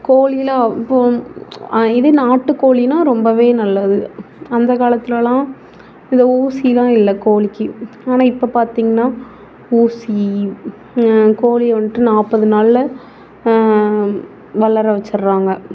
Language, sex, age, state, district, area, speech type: Tamil, female, 30-45, Tamil Nadu, Mayiladuthurai, urban, spontaneous